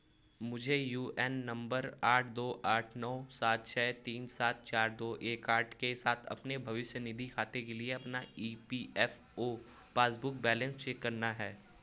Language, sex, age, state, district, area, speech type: Hindi, male, 18-30, Uttar Pradesh, Varanasi, rural, read